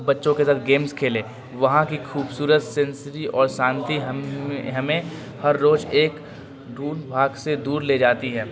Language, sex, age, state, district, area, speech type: Urdu, male, 18-30, Bihar, Darbhanga, urban, spontaneous